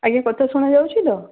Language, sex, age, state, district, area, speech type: Odia, female, 60+, Odisha, Gajapati, rural, conversation